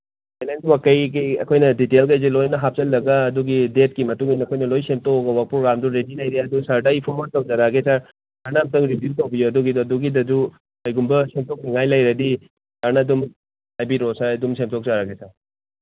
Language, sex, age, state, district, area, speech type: Manipuri, male, 45-60, Manipur, Imphal East, rural, conversation